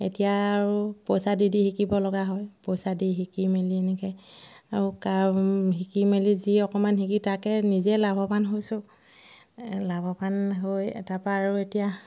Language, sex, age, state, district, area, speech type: Assamese, female, 30-45, Assam, Sivasagar, rural, spontaneous